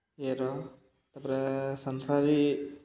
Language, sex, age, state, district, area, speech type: Odia, male, 30-45, Odisha, Subarnapur, urban, spontaneous